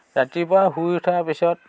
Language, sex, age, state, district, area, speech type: Assamese, male, 60+, Assam, Dhemaji, rural, spontaneous